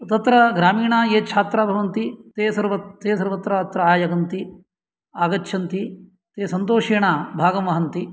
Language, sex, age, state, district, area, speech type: Sanskrit, male, 45-60, Karnataka, Uttara Kannada, rural, spontaneous